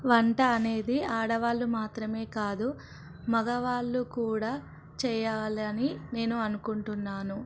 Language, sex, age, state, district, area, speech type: Telugu, female, 45-60, Telangana, Ranga Reddy, urban, spontaneous